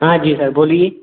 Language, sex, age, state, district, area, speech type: Hindi, male, 18-30, Madhya Pradesh, Gwalior, rural, conversation